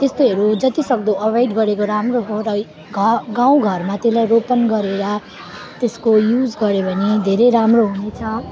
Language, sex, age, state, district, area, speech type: Nepali, female, 18-30, West Bengal, Alipurduar, urban, spontaneous